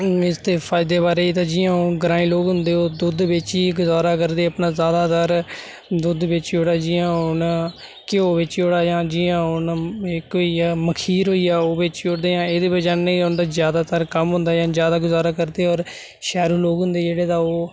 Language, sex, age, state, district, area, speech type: Dogri, male, 30-45, Jammu and Kashmir, Udhampur, rural, spontaneous